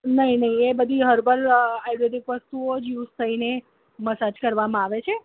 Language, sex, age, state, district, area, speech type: Gujarati, female, 30-45, Gujarat, Ahmedabad, urban, conversation